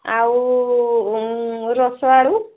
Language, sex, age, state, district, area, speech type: Odia, female, 30-45, Odisha, Mayurbhanj, rural, conversation